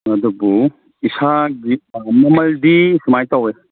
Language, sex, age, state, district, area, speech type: Manipuri, male, 45-60, Manipur, Kangpokpi, urban, conversation